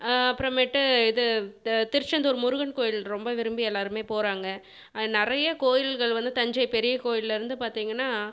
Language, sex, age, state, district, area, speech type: Tamil, female, 45-60, Tamil Nadu, Viluppuram, urban, spontaneous